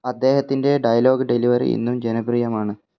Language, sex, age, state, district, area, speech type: Malayalam, male, 18-30, Kerala, Kannur, rural, read